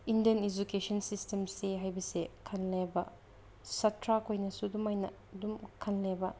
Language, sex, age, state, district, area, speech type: Manipuri, female, 18-30, Manipur, Senapati, urban, spontaneous